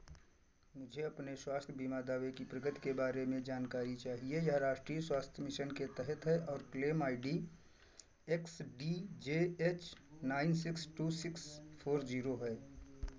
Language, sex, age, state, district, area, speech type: Hindi, male, 45-60, Uttar Pradesh, Sitapur, rural, read